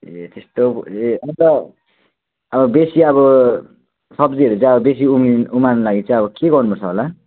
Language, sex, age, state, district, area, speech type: Nepali, male, 18-30, West Bengal, Kalimpong, rural, conversation